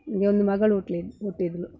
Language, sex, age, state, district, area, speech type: Kannada, female, 60+, Karnataka, Udupi, rural, spontaneous